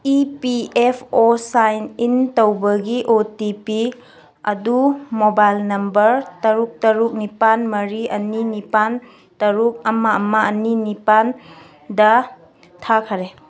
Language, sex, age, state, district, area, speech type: Manipuri, female, 18-30, Manipur, Kakching, rural, read